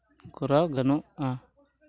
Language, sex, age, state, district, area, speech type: Santali, male, 18-30, Jharkhand, East Singhbhum, rural, spontaneous